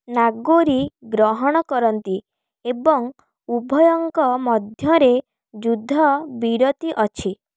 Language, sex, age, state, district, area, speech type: Odia, female, 18-30, Odisha, Kalahandi, rural, read